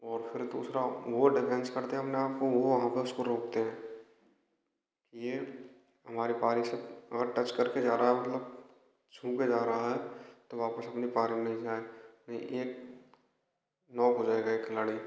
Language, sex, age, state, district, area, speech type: Hindi, male, 18-30, Rajasthan, Bharatpur, rural, spontaneous